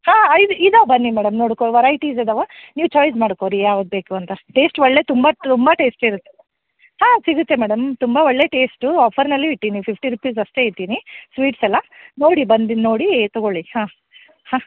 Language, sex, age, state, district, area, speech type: Kannada, female, 30-45, Karnataka, Dharwad, urban, conversation